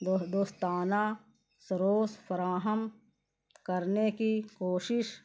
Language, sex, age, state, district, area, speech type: Urdu, female, 45-60, Bihar, Gaya, urban, spontaneous